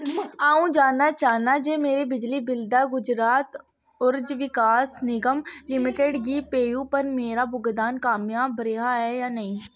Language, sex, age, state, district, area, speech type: Dogri, female, 18-30, Jammu and Kashmir, Kathua, rural, read